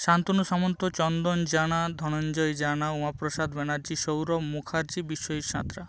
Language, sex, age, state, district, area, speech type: Bengali, male, 18-30, West Bengal, North 24 Parganas, rural, spontaneous